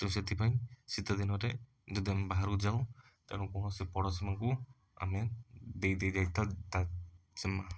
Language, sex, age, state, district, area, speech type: Odia, male, 18-30, Odisha, Puri, urban, spontaneous